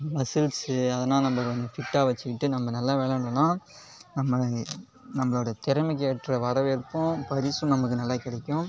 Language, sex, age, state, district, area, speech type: Tamil, male, 18-30, Tamil Nadu, Cuddalore, rural, spontaneous